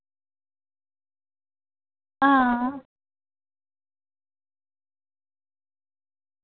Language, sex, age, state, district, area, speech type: Dogri, female, 30-45, Jammu and Kashmir, Udhampur, rural, conversation